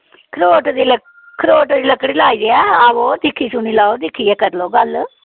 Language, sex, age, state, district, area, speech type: Dogri, female, 60+, Jammu and Kashmir, Samba, urban, conversation